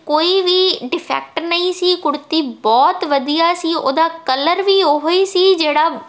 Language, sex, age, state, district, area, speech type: Punjabi, female, 18-30, Punjab, Tarn Taran, urban, spontaneous